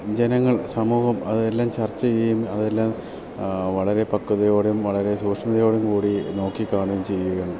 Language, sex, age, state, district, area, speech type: Malayalam, male, 30-45, Kerala, Idukki, rural, spontaneous